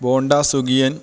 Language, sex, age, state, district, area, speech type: Malayalam, male, 30-45, Kerala, Idukki, rural, spontaneous